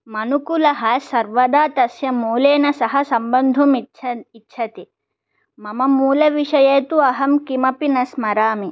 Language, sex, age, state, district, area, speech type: Sanskrit, other, 18-30, Andhra Pradesh, Chittoor, urban, spontaneous